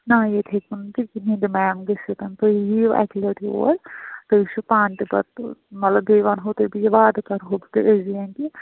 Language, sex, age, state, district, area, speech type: Kashmiri, female, 30-45, Jammu and Kashmir, Kulgam, rural, conversation